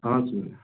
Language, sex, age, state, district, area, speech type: Nepali, male, 18-30, West Bengal, Darjeeling, rural, conversation